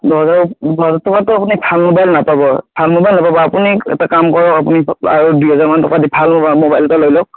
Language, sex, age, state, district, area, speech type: Assamese, male, 30-45, Assam, Darrang, rural, conversation